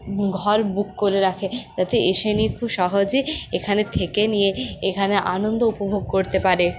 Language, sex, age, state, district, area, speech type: Bengali, female, 30-45, West Bengal, Purulia, rural, spontaneous